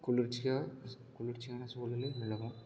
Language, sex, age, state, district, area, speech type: Tamil, male, 18-30, Tamil Nadu, Salem, urban, spontaneous